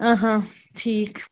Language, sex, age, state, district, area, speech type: Kashmiri, female, 18-30, Jammu and Kashmir, Srinagar, urban, conversation